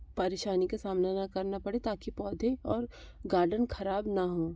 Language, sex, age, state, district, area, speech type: Hindi, female, 60+, Madhya Pradesh, Bhopal, urban, spontaneous